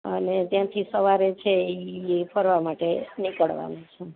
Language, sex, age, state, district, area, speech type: Gujarati, female, 45-60, Gujarat, Amreli, urban, conversation